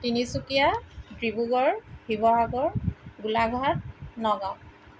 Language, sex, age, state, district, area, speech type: Assamese, female, 45-60, Assam, Tinsukia, rural, spontaneous